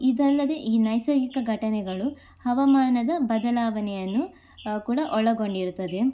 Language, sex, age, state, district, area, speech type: Kannada, female, 18-30, Karnataka, Udupi, urban, spontaneous